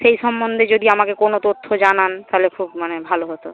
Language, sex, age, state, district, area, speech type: Bengali, female, 45-60, West Bengal, Paschim Medinipur, rural, conversation